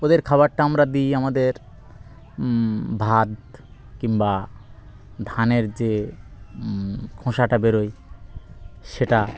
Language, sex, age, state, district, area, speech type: Bengali, male, 30-45, West Bengal, Birbhum, urban, spontaneous